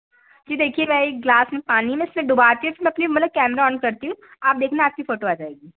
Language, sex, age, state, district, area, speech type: Hindi, female, 30-45, Madhya Pradesh, Balaghat, rural, conversation